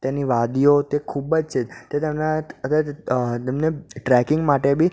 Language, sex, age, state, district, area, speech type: Gujarati, male, 18-30, Gujarat, Ahmedabad, urban, spontaneous